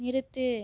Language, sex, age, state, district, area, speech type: Tamil, female, 18-30, Tamil Nadu, Tiruchirappalli, rural, read